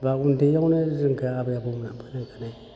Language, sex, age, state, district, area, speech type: Bodo, male, 45-60, Assam, Udalguri, urban, spontaneous